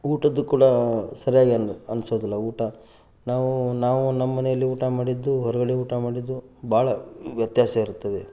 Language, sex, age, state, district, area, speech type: Kannada, male, 30-45, Karnataka, Gadag, rural, spontaneous